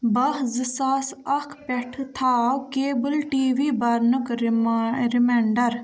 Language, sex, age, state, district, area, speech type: Kashmiri, female, 18-30, Jammu and Kashmir, Budgam, rural, read